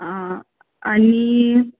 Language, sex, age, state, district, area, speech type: Goan Konkani, female, 18-30, Goa, Quepem, rural, conversation